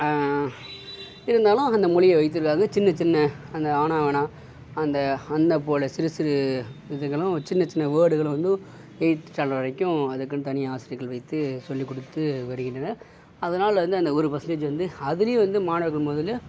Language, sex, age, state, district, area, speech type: Tamil, male, 60+, Tamil Nadu, Mayiladuthurai, rural, spontaneous